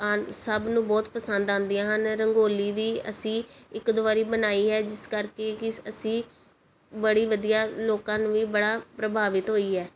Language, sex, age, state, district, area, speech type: Punjabi, female, 18-30, Punjab, Pathankot, urban, spontaneous